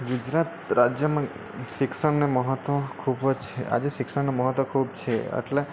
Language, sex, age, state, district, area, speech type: Gujarati, male, 30-45, Gujarat, Surat, urban, spontaneous